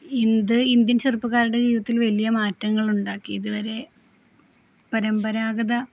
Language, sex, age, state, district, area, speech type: Malayalam, female, 30-45, Kerala, Palakkad, rural, spontaneous